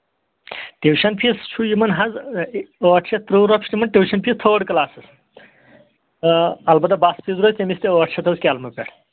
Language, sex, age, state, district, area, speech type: Kashmiri, male, 30-45, Jammu and Kashmir, Kulgam, rural, conversation